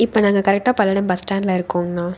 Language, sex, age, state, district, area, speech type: Tamil, female, 18-30, Tamil Nadu, Tiruppur, rural, spontaneous